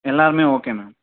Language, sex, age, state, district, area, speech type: Tamil, male, 18-30, Tamil Nadu, Dharmapuri, rural, conversation